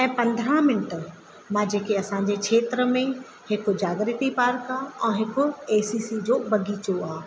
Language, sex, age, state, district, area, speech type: Sindhi, female, 30-45, Madhya Pradesh, Katni, urban, spontaneous